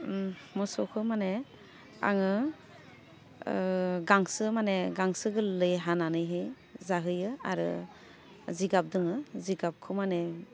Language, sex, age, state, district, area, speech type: Bodo, female, 30-45, Assam, Udalguri, urban, spontaneous